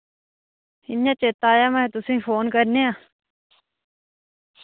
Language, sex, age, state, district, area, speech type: Dogri, female, 18-30, Jammu and Kashmir, Reasi, rural, conversation